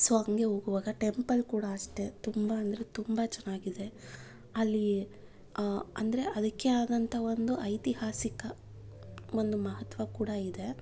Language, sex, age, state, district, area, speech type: Kannada, female, 30-45, Karnataka, Bangalore Urban, urban, spontaneous